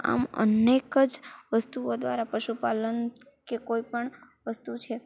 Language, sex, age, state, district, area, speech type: Gujarati, female, 18-30, Gujarat, Rajkot, rural, spontaneous